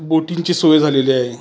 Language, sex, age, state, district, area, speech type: Marathi, male, 45-60, Maharashtra, Raigad, rural, spontaneous